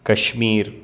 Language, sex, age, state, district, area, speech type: Sanskrit, male, 18-30, Karnataka, Bangalore Urban, urban, spontaneous